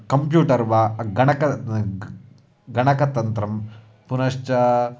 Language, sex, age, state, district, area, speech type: Sanskrit, male, 18-30, Karnataka, Uttara Kannada, rural, spontaneous